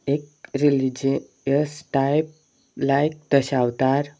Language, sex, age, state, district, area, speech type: Goan Konkani, male, 18-30, Goa, Sanguem, rural, spontaneous